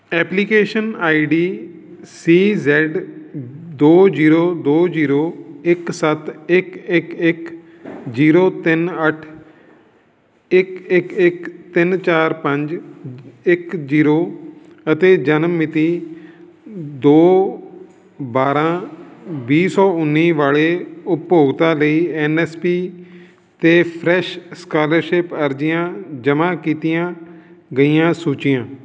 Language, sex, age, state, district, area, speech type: Punjabi, male, 45-60, Punjab, Fatehgarh Sahib, urban, read